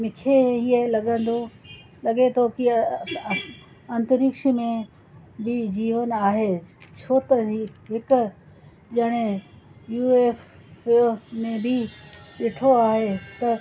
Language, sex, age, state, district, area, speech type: Sindhi, female, 60+, Gujarat, Surat, urban, spontaneous